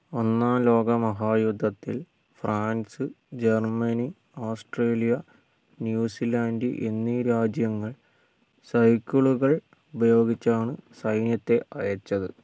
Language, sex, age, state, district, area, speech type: Malayalam, male, 30-45, Kerala, Wayanad, rural, read